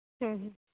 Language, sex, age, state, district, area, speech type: Santali, female, 30-45, Jharkhand, Seraikela Kharsawan, rural, conversation